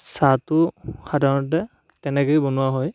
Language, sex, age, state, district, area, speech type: Assamese, male, 18-30, Assam, Darrang, rural, spontaneous